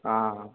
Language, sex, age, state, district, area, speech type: Telugu, male, 18-30, Telangana, Mahabubabad, urban, conversation